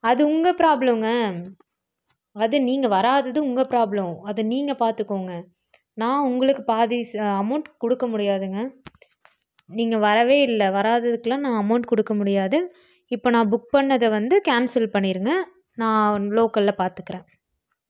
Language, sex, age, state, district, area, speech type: Tamil, female, 18-30, Tamil Nadu, Coimbatore, rural, spontaneous